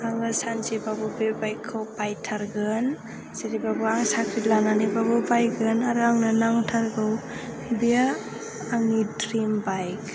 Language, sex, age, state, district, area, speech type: Bodo, female, 18-30, Assam, Chirang, rural, spontaneous